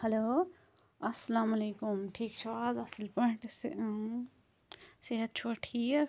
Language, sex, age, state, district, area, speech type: Kashmiri, female, 30-45, Jammu and Kashmir, Shopian, rural, spontaneous